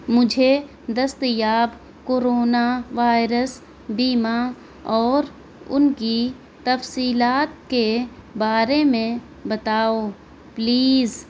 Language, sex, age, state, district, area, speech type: Urdu, female, 18-30, Delhi, South Delhi, rural, read